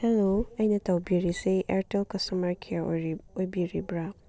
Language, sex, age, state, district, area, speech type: Manipuri, female, 30-45, Manipur, Chandel, rural, spontaneous